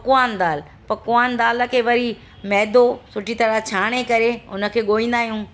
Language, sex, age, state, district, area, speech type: Sindhi, female, 60+, Delhi, South Delhi, urban, spontaneous